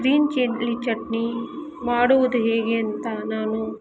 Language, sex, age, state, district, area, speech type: Kannada, female, 60+, Karnataka, Kolar, rural, spontaneous